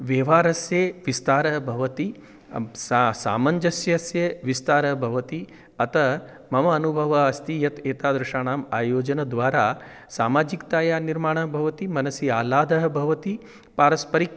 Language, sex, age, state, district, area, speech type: Sanskrit, male, 45-60, Rajasthan, Jaipur, urban, spontaneous